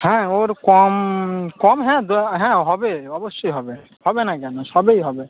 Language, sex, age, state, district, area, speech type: Bengali, male, 18-30, West Bengal, Howrah, urban, conversation